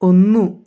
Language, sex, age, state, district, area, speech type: Malayalam, male, 18-30, Kerala, Kannur, rural, read